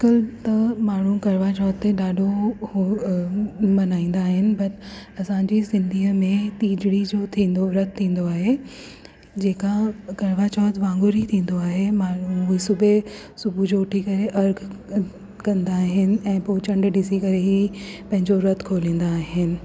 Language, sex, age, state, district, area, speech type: Sindhi, female, 30-45, Delhi, South Delhi, urban, spontaneous